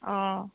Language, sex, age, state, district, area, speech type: Assamese, female, 30-45, Assam, Sivasagar, rural, conversation